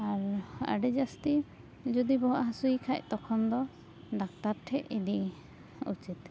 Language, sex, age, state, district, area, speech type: Santali, female, 18-30, West Bengal, Uttar Dinajpur, rural, spontaneous